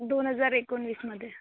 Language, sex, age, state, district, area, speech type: Marathi, female, 18-30, Maharashtra, Amravati, urban, conversation